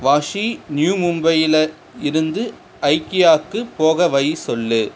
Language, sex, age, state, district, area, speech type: Tamil, male, 45-60, Tamil Nadu, Cuddalore, rural, read